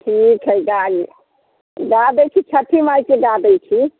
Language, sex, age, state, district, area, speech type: Maithili, female, 60+, Bihar, Muzaffarpur, rural, conversation